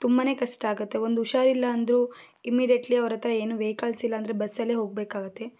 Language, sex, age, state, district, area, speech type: Kannada, female, 18-30, Karnataka, Shimoga, rural, spontaneous